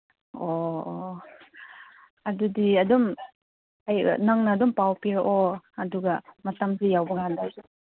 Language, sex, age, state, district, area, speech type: Manipuri, female, 30-45, Manipur, Chandel, rural, conversation